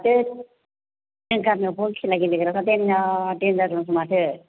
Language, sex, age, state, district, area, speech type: Bodo, female, 45-60, Assam, Chirang, rural, conversation